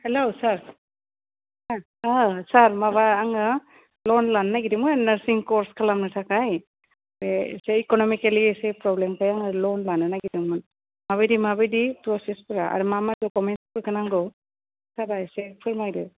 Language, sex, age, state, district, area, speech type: Bodo, female, 30-45, Assam, Udalguri, urban, conversation